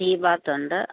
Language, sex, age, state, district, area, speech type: Malayalam, female, 45-60, Kerala, Pathanamthitta, rural, conversation